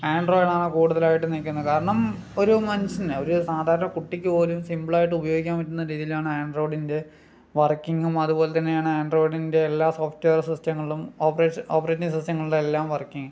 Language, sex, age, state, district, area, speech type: Malayalam, male, 30-45, Kerala, Palakkad, urban, spontaneous